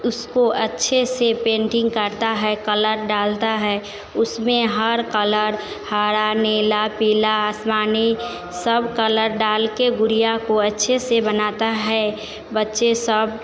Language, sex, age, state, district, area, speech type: Hindi, female, 45-60, Bihar, Vaishali, urban, spontaneous